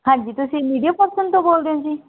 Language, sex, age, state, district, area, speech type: Punjabi, female, 18-30, Punjab, Barnala, rural, conversation